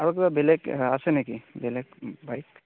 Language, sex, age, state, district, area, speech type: Assamese, male, 45-60, Assam, Darrang, rural, conversation